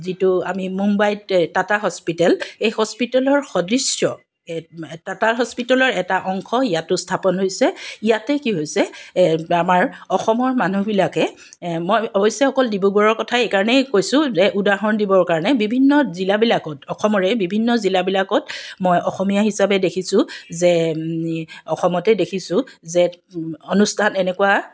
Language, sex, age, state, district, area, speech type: Assamese, female, 45-60, Assam, Dibrugarh, urban, spontaneous